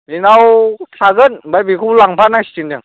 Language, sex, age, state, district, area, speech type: Bodo, male, 18-30, Assam, Kokrajhar, rural, conversation